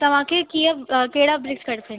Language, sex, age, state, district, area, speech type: Sindhi, female, 18-30, Delhi, South Delhi, urban, conversation